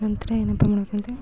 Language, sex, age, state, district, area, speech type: Kannada, female, 18-30, Karnataka, Mandya, rural, spontaneous